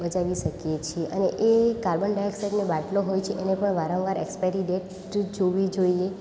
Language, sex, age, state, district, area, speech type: Gujarati, female, 18-30, Gujarat, Valsad, rural, spontaneous